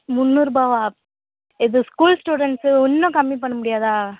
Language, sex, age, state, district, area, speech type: Tamil, female, 18-30, Tamil Nadu, Vellore, urban, conversation